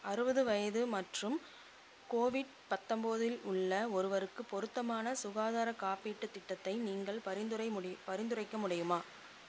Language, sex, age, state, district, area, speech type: Tamil, female, 45-60, Tamil Nadu, Chengalpattu, rural, read